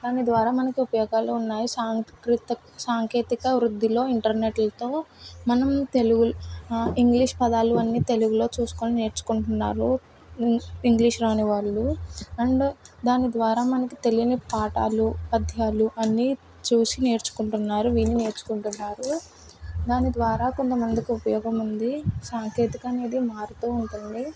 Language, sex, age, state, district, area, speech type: Telugu, female, 18-30, Andhra Pradesh, Kakinada, urban, spontaneous